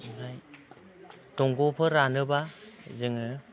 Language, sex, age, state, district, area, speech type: Bodo, male, 45-60, Assam, Chirang, rural, spontaneous